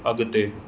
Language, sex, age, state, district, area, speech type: Sindhi, male, 30-45, Maharashtra, Thane, urban, read